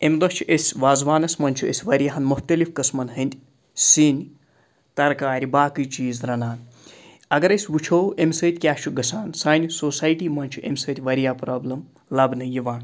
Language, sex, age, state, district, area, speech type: Kashmiri, male, 45-60, Jammu and Kashmir, Srinagar, urban, spontaneous